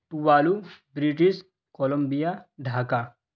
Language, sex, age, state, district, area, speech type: Urdu, male, 30-45, Bihar, Darbhanga, rural, spontaneous